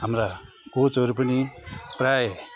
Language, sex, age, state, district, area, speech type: Nepali, male, 45-60, West Bengal, Jalpaiguri, urban, spontaneous